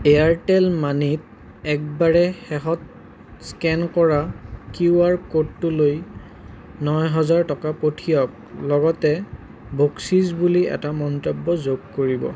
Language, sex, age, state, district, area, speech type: Assamese, male, 30-45, Assam, Nalbari, rural, read